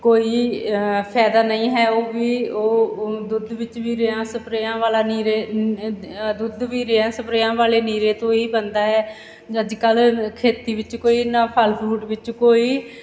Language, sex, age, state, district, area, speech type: Punjabi, female, 30-45, Punjab, Bathinda, rural, spontaneous